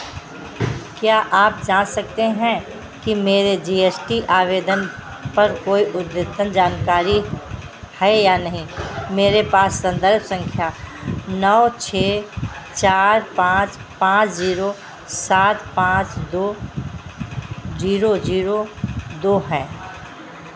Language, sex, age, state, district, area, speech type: Hindi, female, 60+, Uttar Pradesh, Sitapur, rural, read